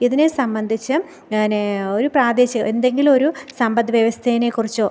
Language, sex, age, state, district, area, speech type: Malayalam, female, 30-45, Kerala, Thiruvananthapuram, rural, spontaneous